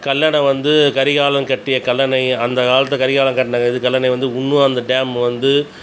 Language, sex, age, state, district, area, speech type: Tamil, male, 45-60, Tamil Nadu, Tiruchirappalli, rural, spontaneous